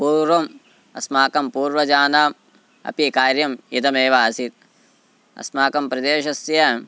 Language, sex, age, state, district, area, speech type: Sanskrit, male, 18-30, Karnataka, Haveri, rural, spontaneous